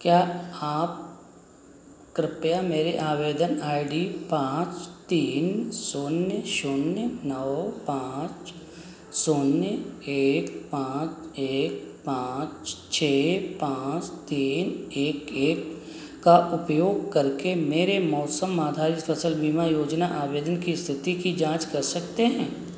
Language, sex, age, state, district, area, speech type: Hindi, male, 45-60, Uttar Pradesh, Sitapur, rural, read